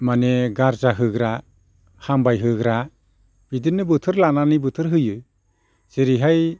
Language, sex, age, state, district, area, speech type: Bodo, male, 60+, Assam, Chirang, rural, spontaneous